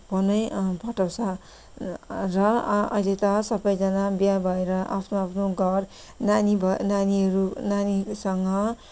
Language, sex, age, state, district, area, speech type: Nepali, female, 30-45, West Bengal, Kalimpong, rural, spontaneous